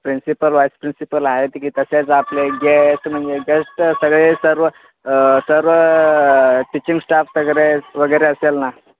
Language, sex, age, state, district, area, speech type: Marathi, male, 18-30, Maharashtra, Sangli, urban, conversation